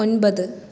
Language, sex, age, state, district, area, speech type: Malayalam, female, 18-30, Kerala, Thrissur, urban, read